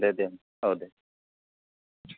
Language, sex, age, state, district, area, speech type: Bodo, male, 30-45, Assam, Kokrajhar, rural, conversation